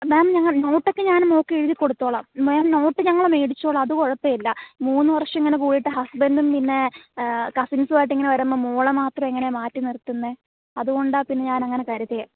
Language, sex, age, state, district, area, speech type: Malayalam, female, 18-30, Kerala, Thiruvananthapuram, rural, conversation